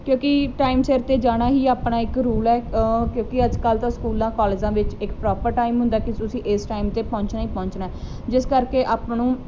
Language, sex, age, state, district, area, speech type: Punjabi, female, 18-30, Punjab, Muktsar, urban, spontaneous